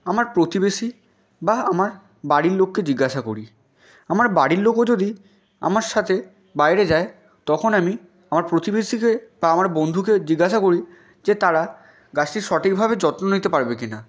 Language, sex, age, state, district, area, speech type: Bengali, male, 18-30, West Bengal, Purba Medinipur, rural, spontaneous